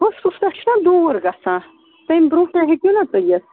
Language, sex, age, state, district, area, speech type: Kashmiri, female, 30-45, Jammu and Kashmir, Bandipora, rural, conversation